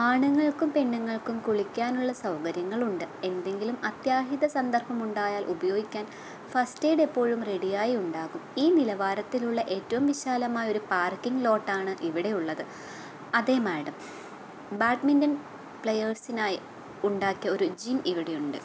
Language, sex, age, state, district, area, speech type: Malayalam, female, 18-30, Kerala, Kottayam, rural, read